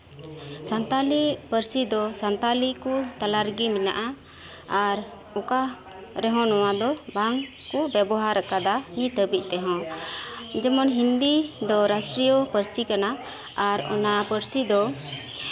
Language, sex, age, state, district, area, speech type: Santali, female, 45-60, West Bengal, Birbhum, rural, spontaneous